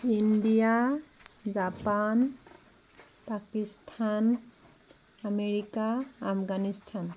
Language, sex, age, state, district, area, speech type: Assamese, female, 30-45, Assam, Sivasagar, rural, spontaneous